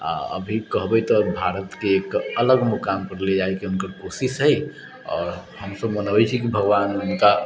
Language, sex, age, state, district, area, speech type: Maithili, male, 30-45, Bihar, Sitamarhi, urban, spontaneous